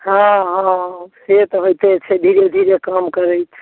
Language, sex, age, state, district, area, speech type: Maithili, female, 45-60, Bihar, Samastipur, rural, conversation